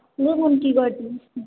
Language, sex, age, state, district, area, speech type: Nepali, female, 18-30, West Bengal, Darjeeling, rural, conversation